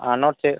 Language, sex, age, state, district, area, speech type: Tamil, male, 30-45, Tamil Nadu, Viluppuram, rural, conversation